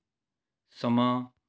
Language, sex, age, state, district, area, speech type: Punjabi, male, 45-60, Punjab, Rupnagar, urban, read